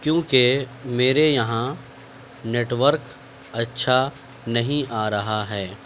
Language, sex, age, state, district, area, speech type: Urdu, male, 18-30, Delhi, Central Delhi, urban, spontaneous